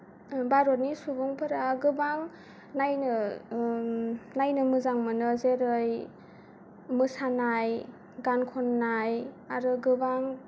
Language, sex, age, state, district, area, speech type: Bodo, female, 18-30, Assam, Kokrajhar, rural, spontaneous